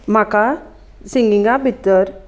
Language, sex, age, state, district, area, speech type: Goan Konkani, female, 30-45, Goa, Sanguem, rural, spontaneous